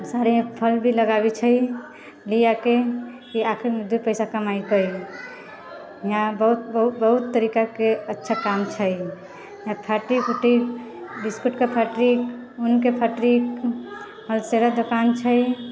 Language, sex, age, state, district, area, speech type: Maithili, female, 18-30, Bihar, Sitamarhi, rural, spontaneous